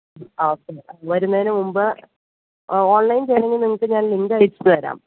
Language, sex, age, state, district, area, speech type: Malayalam, female, 30-45, Kerala, Idukki, rural, conversation